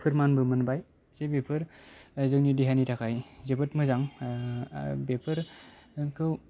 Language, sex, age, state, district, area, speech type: Bodo, male, 30-45, Assam, Kokrajhar, rural, spontaneous